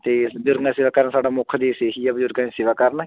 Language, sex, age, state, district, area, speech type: Punjabi, male, 45-60, Punjab, Barnala, rural, conversation